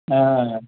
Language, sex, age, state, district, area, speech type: Kannada, male, 60+, Karnataka, Kolar, rural, conversation